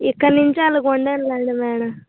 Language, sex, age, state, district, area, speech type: Telugu, female, 18-30, Andhra Pradesh, Vizianagaram, rural, conversation